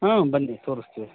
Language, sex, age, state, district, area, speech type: Kannada, male, 45-60, Karnataka, Chitradurga, rural, conversation